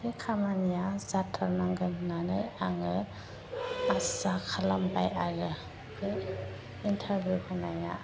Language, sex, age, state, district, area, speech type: Bodo, female, 45-60, Assam, Chirang, urban, spontaneous